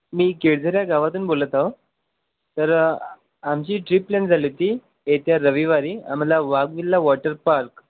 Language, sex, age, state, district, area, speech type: Marathi, male, 18-30, Maharashtra, Wardha, rural, conversation